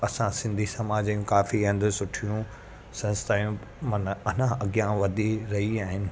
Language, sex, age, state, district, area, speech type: Sindhi, male, 30-45, Gujarat, Surat, urban, spontaneous